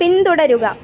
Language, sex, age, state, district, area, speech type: Malayalam, female, 18-30, Kerala, Kasaragod, urban, read